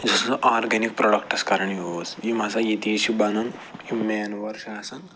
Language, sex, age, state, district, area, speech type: Kashmiri, male, 45-60, Jammu and Kashmir, Srinagar, urban, spontaneous